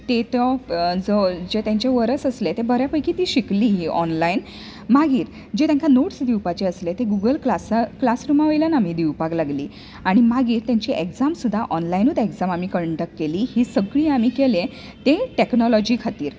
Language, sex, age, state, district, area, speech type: Goan Konkani, female, 30-45, Goa, Bardez, rural, spontaneous